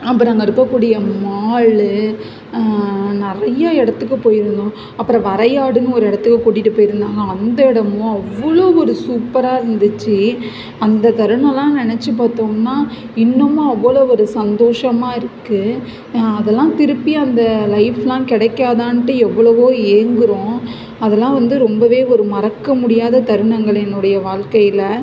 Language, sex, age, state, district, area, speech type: Tamil, female, 45-60, Tamil Nadu, Mayiladuthurai, rural, spontaneous